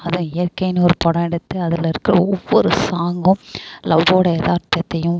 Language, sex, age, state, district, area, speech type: Tamil, female, 30-45, Tamil Nadu, Mayiladuthurai, urban, spontaneous